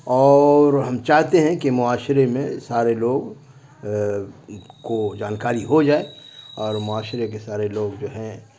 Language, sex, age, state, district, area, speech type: Urdu, male, 60+, Bihar, Khagaria, rural, spontaneous